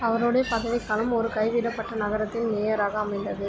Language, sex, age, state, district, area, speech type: Tamil, female, 18-30, Tamil Nadu, Chennai, urban, read